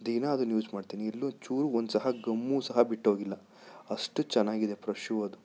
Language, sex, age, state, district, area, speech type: Kannada, male, 18-30, Karnataka, Chikkaballapur, urban, spontaneous